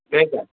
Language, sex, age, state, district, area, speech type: Nepali, male, 45-60, West Bengal, Kalimpong, rural, conversation